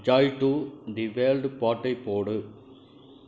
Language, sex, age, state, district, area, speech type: Tamil, male, 45-60, Tamil Nadu, Krishnagiri, rural, read